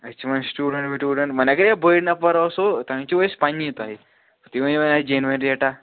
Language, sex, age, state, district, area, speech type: Kashmiri, male, 30-45, Jammu and Kashmir, Srinagar, urban, conversation